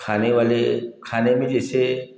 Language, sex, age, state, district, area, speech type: Hindi, male, 45-60, Uttar Pradesh, Prayagraj, rural, spontaneous